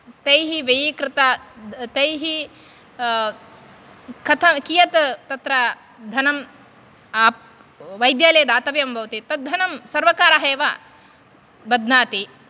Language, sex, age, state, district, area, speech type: Sanskrit, female, 30-45, Karnataka, Dakshina Kannada, rural, spontaneous